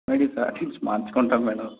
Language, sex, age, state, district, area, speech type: Telugu, male, 30-45, Andhra Pradesh, Konaseema, urban, conversation